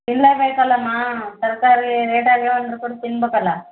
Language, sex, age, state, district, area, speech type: Kannada, female, 30-45, Karnataka, Bellary, rural, conversation